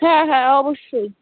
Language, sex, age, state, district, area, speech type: Bengali, female, 18-30, West Bengal, Dakshin Dinajpur, urban, conversation